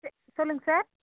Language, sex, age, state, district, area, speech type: Tamil, female, 18-30, Tamil Nadu, Coimbatore, rural, conversation